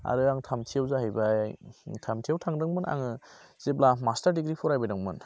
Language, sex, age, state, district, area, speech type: Bodo, male, 18-30, Assam, Baksa, rural, spontaneous